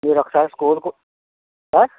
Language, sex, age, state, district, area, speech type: Telugu, male, 60+, Andhra Pradesh, Vizianagaram, rural, conversation